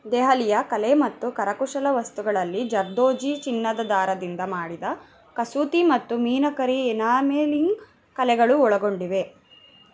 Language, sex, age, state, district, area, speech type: Kannada, female, 18-30, Karnataka, Bangalore Rural, urban, read